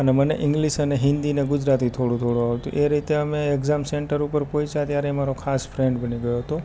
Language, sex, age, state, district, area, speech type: Gujarati, male, 30-45, Gujarat, Rajkot, rural, spontaneous